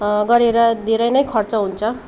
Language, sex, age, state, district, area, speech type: Nepali, female, 18-30, West Bengal, Darjeeling, rural, spontaneous